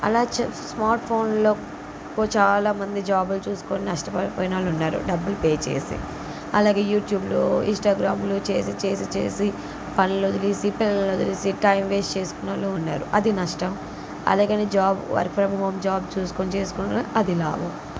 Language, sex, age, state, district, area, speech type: Telugu, female, 45-60, Andhra Pradesh, N T Rama Rao, urban, spontaneous